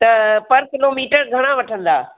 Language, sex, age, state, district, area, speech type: Sindhi, female, 60+, Uttar Pradesh, Lucknow, rural, conversation